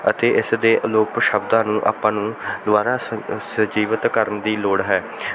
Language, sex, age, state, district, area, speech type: Punjabi, male, 18-30, Punjab, Bathinda, rural, spontaneous